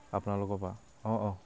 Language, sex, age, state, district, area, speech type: Assamese, male, 30-45, Assam, Charaideo, urban, spontaneous